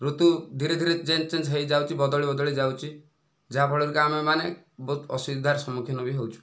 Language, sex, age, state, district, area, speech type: Odia, male, 45-60, Odisha, Kandhamal, rural, spontaneous